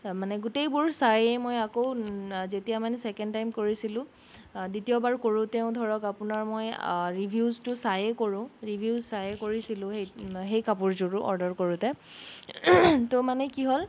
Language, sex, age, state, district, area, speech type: Assamese, female, 30-45, Assam, Sonitpur, rural, spontaneous